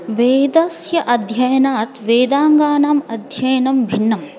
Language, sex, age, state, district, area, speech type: Sanskrit, female, 30-45, Telangana, Hyderabad, urban, spontaneous